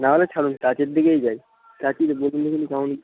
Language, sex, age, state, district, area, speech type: Bengali, male, 18-30, West Bengal, Paschim Medinipur, rural, conversation